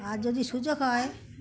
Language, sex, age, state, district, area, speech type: Bengali, female, 60+, West Bengal, Uttar Dinajpur, urban, spontaneous